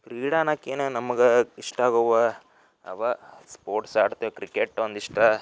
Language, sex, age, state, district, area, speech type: Kannada, male, 18-30, Karnataka, Dharwad, urban, spontaneous